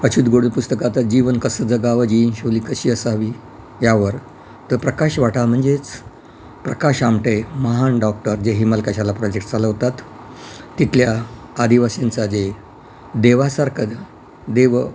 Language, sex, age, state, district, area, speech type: Marathi, male, 60+, Maharashtra, Yavatmal, urban, spontaneous